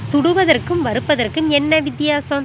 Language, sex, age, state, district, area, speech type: Tamil, female, 30-45, Tamil Nadu, Pudukkottai, rural, read